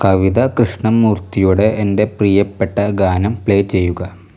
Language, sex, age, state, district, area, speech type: Malayalam, male, 18-30, Kerala, Thrissur, rural, read